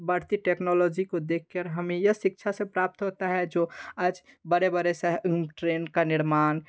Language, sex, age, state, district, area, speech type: Hindi, male, 18-30, Bihar, Darbhanga, rural, spontaneous